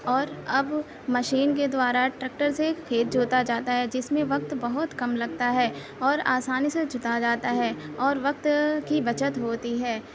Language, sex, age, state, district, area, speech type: Urdu, male, 18-30, Uttar Pradesh, Mau, urban, spontaneous